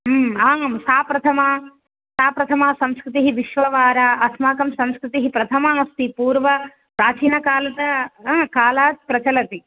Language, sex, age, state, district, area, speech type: Sanskrit, female, 30-45, Telangana, Hyderabad, urban, conversation